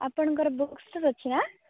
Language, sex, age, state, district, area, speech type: Odia, female, 18-30, Odisha, Malkangiri, urban, conversation